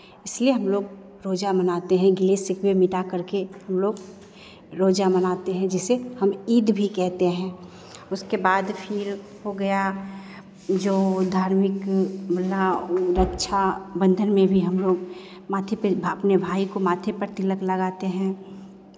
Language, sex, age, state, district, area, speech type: Hindi, female, 45-60, Bihar, Begusarai, rural, spontaneous